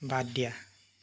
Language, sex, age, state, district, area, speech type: Assamese, male, 30-45, Assam, Jorhat, urban, read